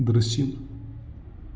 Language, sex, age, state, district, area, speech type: Malayalam, male, 18-30, Kerala, Idukki, rural, read